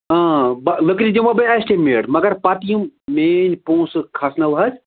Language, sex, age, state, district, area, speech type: Kashmiri, male, 45-60, Jammu and Kashmir, Ganderbal, rural, conversation